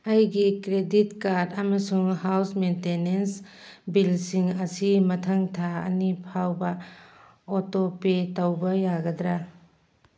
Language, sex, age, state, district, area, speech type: Manipuri, female, 45-60, Manipur, Churachandpur, urban, read